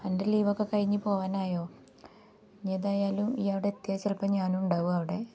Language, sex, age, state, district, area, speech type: Malayalam, female, 30-45, Kerala, Kozhikode, rural, spontaneous